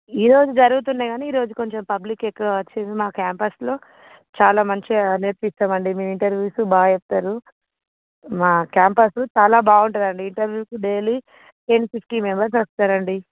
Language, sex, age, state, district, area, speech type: Telugu, female, 45-60, Andhra Pradesh, Visakhapatnam, urban, conversation